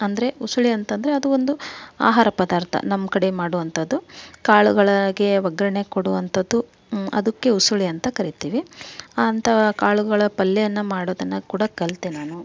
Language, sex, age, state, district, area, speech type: Kannada, female, 30-45, Karnataka, Davanagere, rural, spontaneous